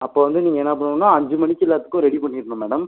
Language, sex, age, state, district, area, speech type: Tamil, male, 18-30, Tamil Nadu, Ariyalur, rural, conversation